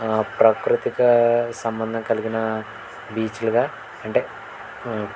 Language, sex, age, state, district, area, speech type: Telugu, male, 18-30, Andhra Pradesh, N T Rama Rao, urban, spontaneous